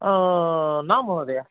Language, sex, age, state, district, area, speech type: Sanskrit, male, 60+, Karnataka, Bangalore Urban, urban, conversation